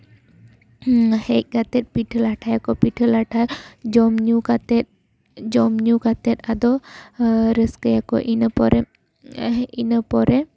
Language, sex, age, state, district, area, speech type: Santali, female, 18-30, West Bengal, Jhargram, rural, spontaneous